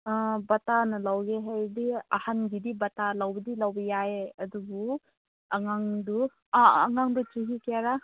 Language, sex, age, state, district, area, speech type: Manipuri, female, 18-30, Manipur, Senapati, rural, conversation